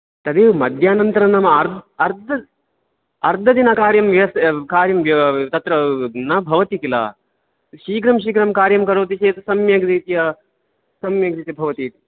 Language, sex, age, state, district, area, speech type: Sanskrit, male, 30-45, Karnataka, Dakshina Kannada, rural, conversation